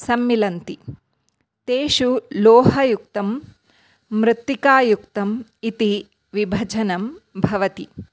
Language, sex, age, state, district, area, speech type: Sanskrit, female, 30-45, Karnataka, Dakshina Kannada, urban, spontaneous